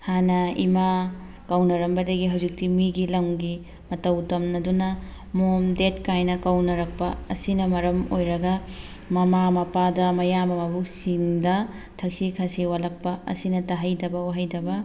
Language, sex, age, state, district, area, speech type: Manipuri, female, 18-30, Manipur, Thoubal, urban, spontaneous